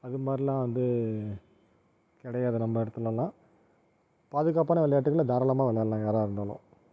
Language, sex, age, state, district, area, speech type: Tamil, male, 45-60, Tamil Nadu, Tiruvarur, rural, spontaneous